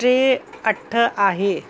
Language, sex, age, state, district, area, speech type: Sindhi, female, 30-45, Uttar Pradesh, Lucknow, urban, read